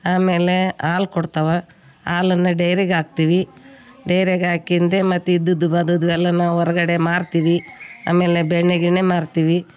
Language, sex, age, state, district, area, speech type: Kannada, female, 60+, Karnataka, Vijayanagara, rural, spontaneous